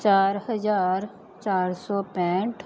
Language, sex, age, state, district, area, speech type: Punjabi, female, 30-45, Punjab, Mansa, rural, spontaneous